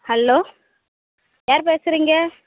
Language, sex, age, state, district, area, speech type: Tamil, female, 18-30, Tamil Nadu, Thoothukudi, rural, conversation